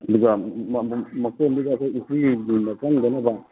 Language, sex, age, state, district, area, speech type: Manipuri, male, 60+, Manipur, Imphal East, rural, conversation